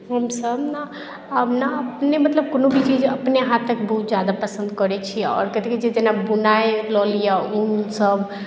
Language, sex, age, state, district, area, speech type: Maithili, female, 18-30, Bihar, Madhubani, rural, spontaneous